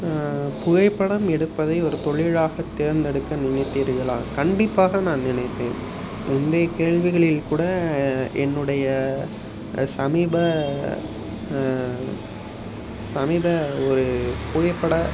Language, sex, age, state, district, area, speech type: Tamil, male, 18-30, Tamil Nadu, Pudukkottai, rural, spontaneous